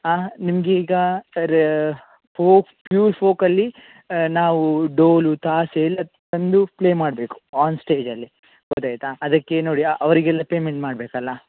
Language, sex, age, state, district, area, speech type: Kannada, male, 30-45, Karnataka, Udupi, rural, conversation